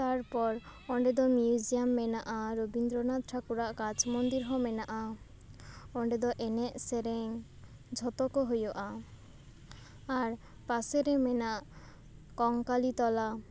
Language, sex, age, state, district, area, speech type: Santali, female, 18-30, West Bengal, Purba Bardhaman, rural, spontaneous